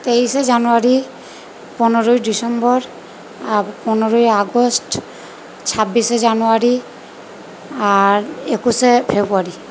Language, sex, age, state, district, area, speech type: Bengali, female, 30-45, West Bengal, Purba Bardhaman, urban, spontaneous